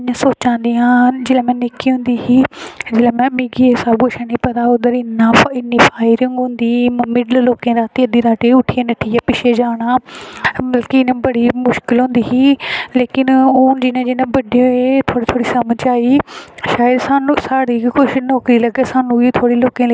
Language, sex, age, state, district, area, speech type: Dogri, female, 18-30, Jammu and Kashmir, Samba, rural, spontaneous